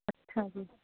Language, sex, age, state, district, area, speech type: Punjabi, female, 18-30, Punjab, Mohali, urban, conversation